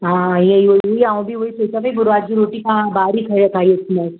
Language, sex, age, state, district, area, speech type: Sindhi, female, 30-45, Maharashtra, Mumbai Suburban, urban, conversation